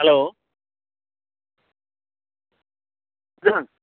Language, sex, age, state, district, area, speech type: Bodo, male, 45-60, Assam, Udalguri, rural, conversation